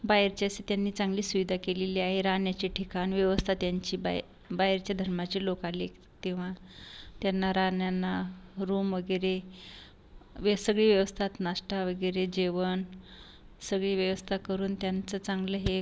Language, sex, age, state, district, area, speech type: Marathi, female, 45-60, Maharashtra, Buldhana, rural, spontaneous